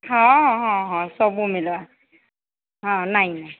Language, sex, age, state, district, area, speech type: Odia, female, 45-60, Odisha, Sambalpur, rural, conversation